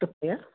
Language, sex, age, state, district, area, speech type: Sanskrit, female, 60+, Karnataka, Bangalore Urban, urban, conversation